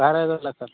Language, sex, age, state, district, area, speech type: Tamil, male, 18-30, Tamil Nadu, Dharmapuri, rural, conversation